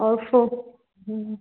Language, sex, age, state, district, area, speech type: Hindi, female, 30-45, Uttar Pradesh, Varanasi, rural, conversation